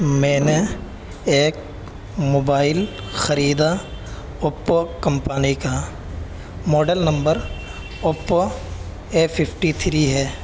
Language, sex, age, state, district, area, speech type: Urdu, male, 18-30, Delhi, North West Delhi, urban, spontaneous